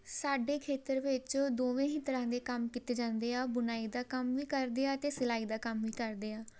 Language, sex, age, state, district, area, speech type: Punjabi, female, 18-30, Punjab, Tarn Taran, rural, spontaneous